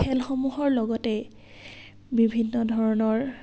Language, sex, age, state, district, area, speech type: Assamese, female, 18-30, Assam, Dibrugarh, rural, spontaneous